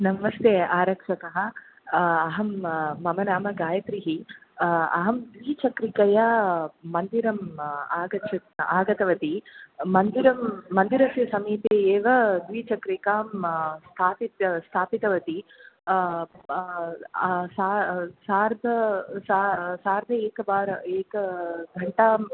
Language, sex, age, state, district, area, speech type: Sanskrit, female, 30-45, Tamil Nadu, Tiruchirappalli, urban, conversation